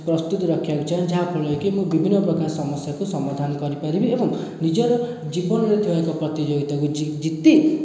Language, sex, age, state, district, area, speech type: Odia, male, 18-30, Odisha, Khordha, rural, spontaneous